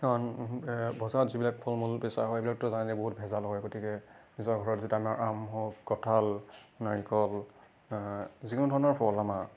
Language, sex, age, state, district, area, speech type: Assamese, male, 30-45, Assam, Nagaon, rural, spontaneous